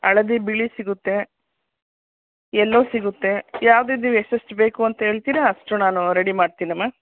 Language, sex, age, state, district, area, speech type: Kannada, female, 60+, Karnataka, Mysore, urban, conversation